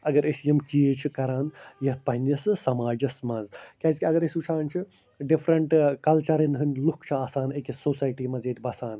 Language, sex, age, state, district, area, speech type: Kashmiri, male, 45-60, Jammu and Kashmir, Ganderbal, urban, spontaneous